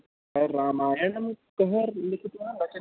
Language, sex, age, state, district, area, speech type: Sanskrit, male, 18-30, Delhi, East Delhi, urban, conversation